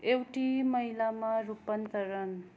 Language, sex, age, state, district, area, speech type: Nepali, female, 18-30, West Bengal, Darjeeling, rural, read